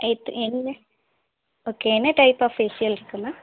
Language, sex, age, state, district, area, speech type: Tamil, female, 30-45, Tamil Nadu, Madurai, urban, conversation